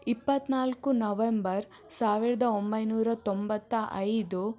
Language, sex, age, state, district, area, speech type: Kannada, female, 18-30, Karnataka, Shimoga, rural, spontaneous